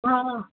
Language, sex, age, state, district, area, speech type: Sindhi, female, 18-30, Rajasthan, Ajmer, urban, conversation